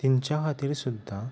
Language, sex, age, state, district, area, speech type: Goan Konkani, male, 18-30, Goa, Ponda, rural, spontaneous